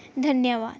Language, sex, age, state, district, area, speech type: Dogri, female, 30-45, Jammu and Kashmir, Udhampur, urban, spontaneous